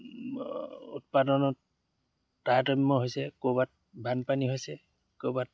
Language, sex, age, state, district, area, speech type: Assamese, male, 30-45, Assam, Dhemaji, rural, spontaneous